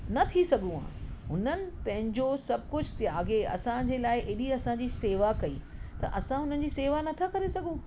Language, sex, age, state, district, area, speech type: Sindhi, female, 45-60, Maharashtra, Mumbai Suburban, urban, spontaneous